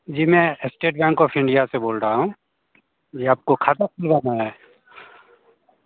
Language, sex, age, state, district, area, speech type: Hindi, male, 30-45, Bihar, Muzaffarpur, rural, conversation